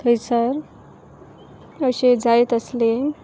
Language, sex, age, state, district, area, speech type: Goan Konkani, female, 18-30, Goa, Pernem, rural, spontaneous